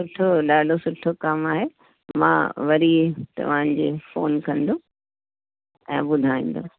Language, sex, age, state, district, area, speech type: Sindhi, female, 45-60, Delhi, South Delhi, urban, conversation